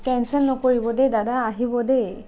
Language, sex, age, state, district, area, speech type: Assamese, female, 18-30, Assam, Sonitpur, urban, spontaneous